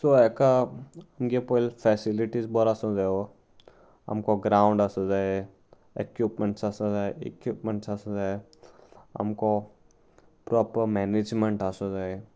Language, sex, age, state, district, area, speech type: Goan Konkani, male, 18-30, Goa, Salcete, rural, spontaneous